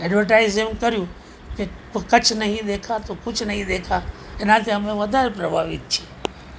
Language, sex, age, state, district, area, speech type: Gujarati, male, 60+, Gujarat, Ahmedabad, urban, spontaneous